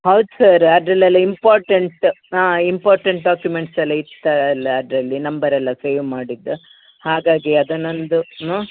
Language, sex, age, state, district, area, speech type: Kannada, female, 60+, Karnataka, Udupi, rural, conversation